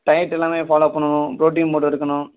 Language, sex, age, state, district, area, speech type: Tamil, male, 18-30, Tamil Nadu, Virudhunagar, rural, conversation